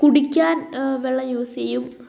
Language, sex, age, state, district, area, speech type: Malayalam, female, 18-30, Kerala, Wayanad, rural, spontaneous